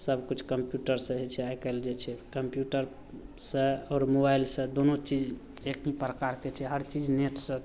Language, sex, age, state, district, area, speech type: Maithili, male, 30-45, Bihar, Madhepura, rural, spontaneous